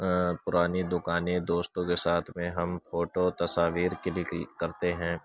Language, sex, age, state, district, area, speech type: Urdu, male, 30-45, Uttar Pradesh, Ghaziabad, rural, spontaneous